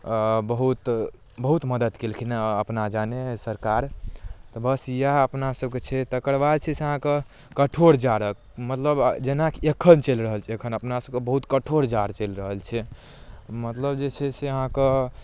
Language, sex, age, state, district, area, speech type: Maithili, male, 18-30, Bihar, Darbhanga, rural, spontaneous